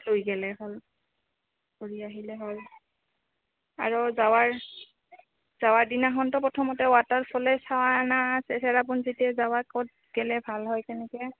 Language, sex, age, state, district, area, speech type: Assamese, female, 18-30, Assam, Goalpara, rural, conversation